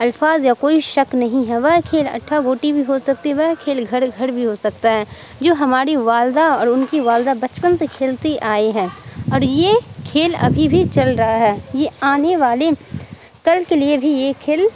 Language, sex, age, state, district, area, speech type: Urdu, female, 30-45, Bihar, Supaul, rural, spontaneous